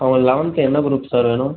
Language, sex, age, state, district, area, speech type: Tamil, male, 18-30, Tamil Nadu, Cuddalore, urban, conversation